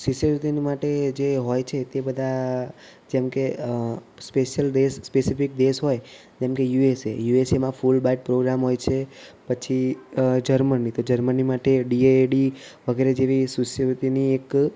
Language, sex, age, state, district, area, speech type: Gujarati, male, 18-30, Gujarat, Ahmedabad, urban, spontaneous